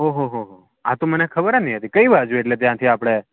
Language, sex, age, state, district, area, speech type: Gujarati, male, 18-30, Gujarat, Surat, urban, conversation